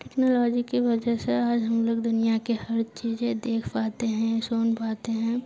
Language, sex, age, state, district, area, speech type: Hindi, female, 18-30, Bihar, Madhepura, rural, spontaneous